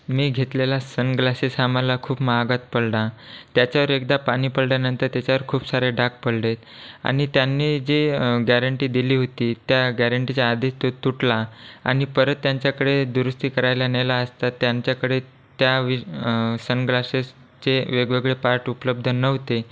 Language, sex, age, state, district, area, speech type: Marathi, male, 18-30, Maharashtra, Washim, rural, spontaneous